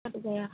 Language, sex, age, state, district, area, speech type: Hindi, female, 45-60, Uttar Pradesh, Lucknow, rural, conversation